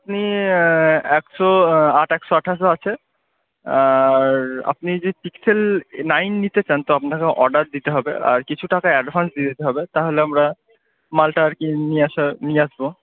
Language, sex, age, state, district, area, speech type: Bengali, male, 18-30, West Bengal, Murshidabad, urban, conversation